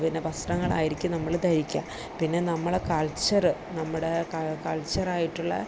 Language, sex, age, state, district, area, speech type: Malayalam, female, 30-45, Kerala, Idukki, rural, spontaneous